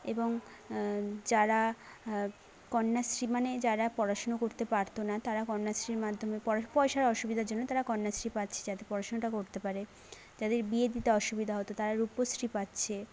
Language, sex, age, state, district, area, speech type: Bengali, female, 30-45, West Bengal, Jhargram, rural, spontaneous